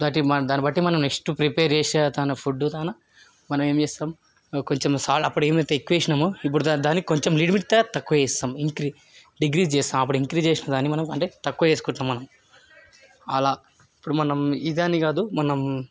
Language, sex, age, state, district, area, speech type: Telugu, male, 18-30, Telangana, Hyderabad, urban, spontaneous